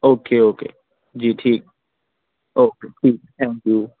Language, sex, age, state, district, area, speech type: Urdu, male, 18-30, Telangana, Hyderabad, urban, conversation